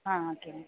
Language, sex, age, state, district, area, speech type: Tamil, female, 30-45, Tamil Nadu, Mayiladuthurai, urban, conversation